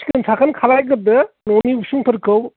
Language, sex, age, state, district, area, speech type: Bodo, male, 45-60, Assam, Kokrajhar, rural, conversation